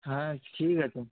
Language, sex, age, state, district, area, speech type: Bengali, male, 18-30, West Bengal, Kolkata, urban, conversation